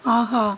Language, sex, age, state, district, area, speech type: Tamil, female, 30-45, Tamil Nadu, Tiruvarur, rural, read